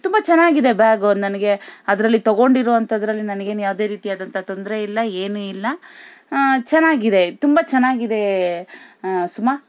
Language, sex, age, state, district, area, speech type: Kannada, female, 30-45, Karnataka, Bangalore Rural, rural, spontaneous